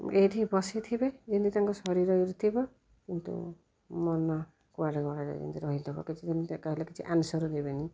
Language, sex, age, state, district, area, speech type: Odia, female, 45-60, Odisha, Rayagada, rural, spontaneous